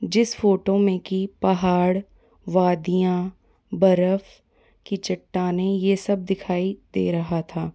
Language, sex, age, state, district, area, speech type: Hindi, female, 45-60, Rajasthan, Jaipur, urban, spontaneous